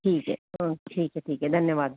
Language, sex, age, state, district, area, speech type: Hindi, male, 30-45, Rajasthan, Jaipur, urban, conversation